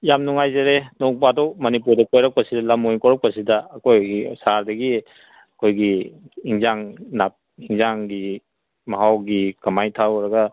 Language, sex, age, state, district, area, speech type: Manipuri, male, 45-60, Manipur, Kangpokpi, urban, conversation